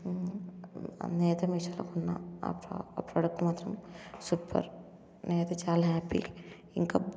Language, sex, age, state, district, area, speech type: Telugu, female, 18-30, Telangana, Ranga Reddy, urban, spontaneous